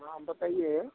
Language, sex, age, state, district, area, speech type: Hindi, male, 60+, Uttar Pradesh, Sitapur, rural, conversation